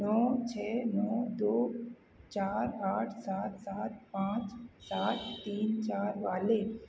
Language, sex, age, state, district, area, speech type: Hindi, female, 30-45, Madhya Pradesh, Hoshangabad, urban, read